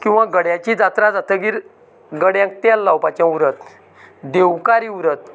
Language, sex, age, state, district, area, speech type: Goan Konkani, male, 45-60, Goa, Canacona, rural, spontaneous